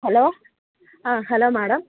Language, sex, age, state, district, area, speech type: Malayalam, female, 45-60, Kerala, Idukki, rural, conversation